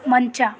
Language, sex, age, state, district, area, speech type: Kannada, female, 30-45, Karnataka, Bidar, rural, read